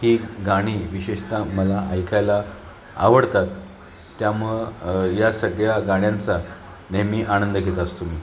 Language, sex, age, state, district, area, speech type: Marathi, male, 45-60, Maharashtra, Thane, rural, spontaneous